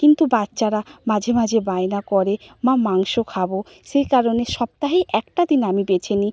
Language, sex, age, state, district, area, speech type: Bengali, female, 45-60, West Bengal, Purba Medinipur, rural, spontaneous